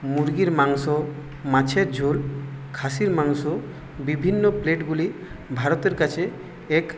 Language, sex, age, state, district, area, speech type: Bengali, male, 30-45, West Bengal, Purulia, rural, spontaneous